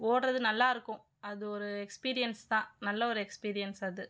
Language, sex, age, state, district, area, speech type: Tamil, female, 30-45, Tamil Nadu, Madurai, urban, spontaneous